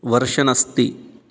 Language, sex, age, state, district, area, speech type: Sanskrit, male, 30-45, Rajasthan, Ajmer, urban, read